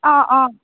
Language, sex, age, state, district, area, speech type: Assamese, female, 18-30, Assam, Sivasagar, urban, conversation